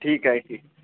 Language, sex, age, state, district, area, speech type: Marathi, male, 18-30, Maharashtra, Akola, urban, conversation